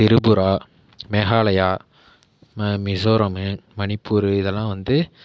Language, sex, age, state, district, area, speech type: Tamil, male, 18-30, Tamil Nadu, Mayiladuthurai, rural, spontaneous